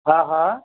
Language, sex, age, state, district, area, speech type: Sindhi, male, 60+, Gujarat, Kutch, rural, conversation